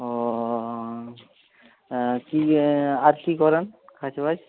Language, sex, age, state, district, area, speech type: Bengali, male, 30-45, West Bengal, Jhargram, rural, conversation